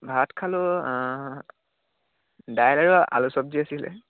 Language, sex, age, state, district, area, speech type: Assamese, male, 18-30, Assam, Dibrugarh, urban, conversation